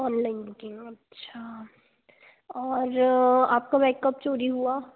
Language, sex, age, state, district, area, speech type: Hindi, female, 18-30, Madhya Pradesh, Betul, rural, conversation